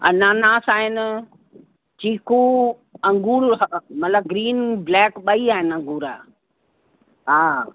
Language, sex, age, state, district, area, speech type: Sindhi, female, 60+, Uttar Pradesh, Lucknow, rural, conversation